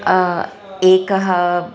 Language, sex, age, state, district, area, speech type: Sanskrit, female, 30-45, Karnataka, Bangalore Urban, urban, spontaneous